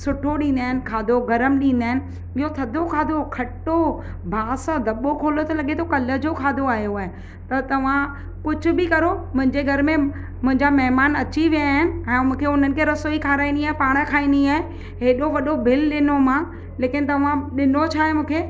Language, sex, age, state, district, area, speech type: Sindhi, female, 30-45, Maharashtra, Mumbai Suburban, urban, spontaneous